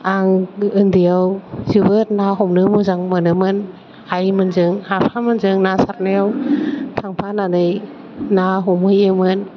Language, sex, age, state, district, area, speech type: Bodo, female, 45-60, Assam, Kokrajhar, urban, spontaneous